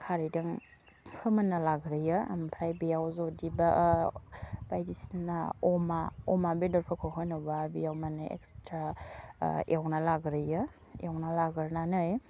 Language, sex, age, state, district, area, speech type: Bodo, female, 18-30, Assam, Udalguri, urban, spontaneous